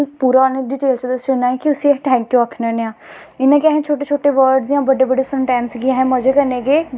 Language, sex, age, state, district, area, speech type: Dogri, female, 18-30, Jammu and Kashmir, Samba, rural, spontaneous